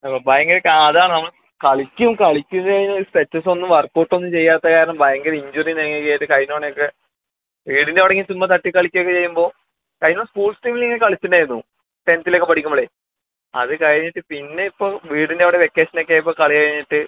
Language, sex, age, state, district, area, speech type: Malayalam, male, 30-45, Kerala, Palakkad, urban, conversation